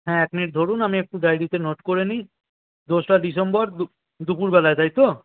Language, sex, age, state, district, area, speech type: Bengali, male, 45-60, West Bengal, Birbhum, urban, conversation